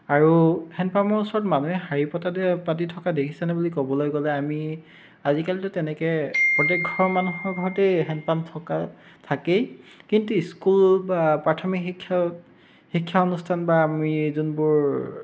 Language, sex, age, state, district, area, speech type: Assamese, male, 30-45, Assam, Dibrugarh, rural, spontaneous